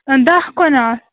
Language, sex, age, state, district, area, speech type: Kashmiri, female, 30-45, Jammu and Kashmir, Bandipora, rural, conversation